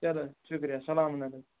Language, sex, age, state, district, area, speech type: Kashmiri, male, 18-30, Jammu and Kashmir, Budgam, rural, conversation